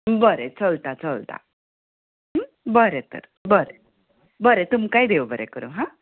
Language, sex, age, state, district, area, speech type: Goan Konkani, female, 30-45, Goa, Ponda, rural, conversation